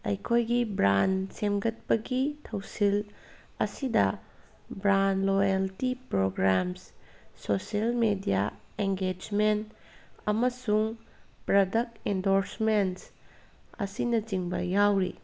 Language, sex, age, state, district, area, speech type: Manipuri, female, 30-45, Manipur, Kangpokpi, urban, read